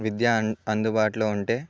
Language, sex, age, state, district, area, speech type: Telugu, male, 18-30, Telangana, Bhadradri Kothagudem, rural, spontaneous